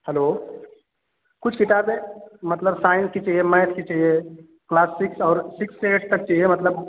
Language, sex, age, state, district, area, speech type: Hindi, male, 18-30, Uttar Pradesh, Azamgarh, rural, conversation